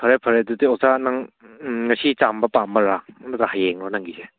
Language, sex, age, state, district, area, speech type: Manipuri, male, 18-30, Manipur, Churachandpur, rural, conversation